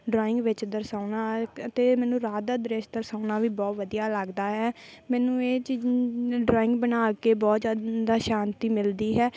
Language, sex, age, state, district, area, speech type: Punjabi, female, 18-30, Punjab, Bathinda, rural, spontaneous